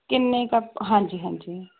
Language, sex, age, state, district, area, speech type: Punjabi, female, 18-30, Punjab, Fazilka, rural, conversation